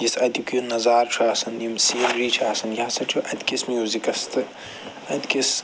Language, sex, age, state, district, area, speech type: Kashmiri, male, 45-60, Jammu and Kashmir, Srinagar, urban, spontaneous